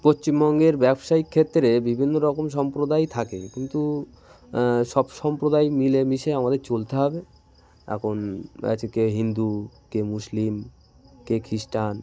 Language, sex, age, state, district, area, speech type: Bengali, male, 30-45, West Bengal, Cooch Behar, urban, spontaneous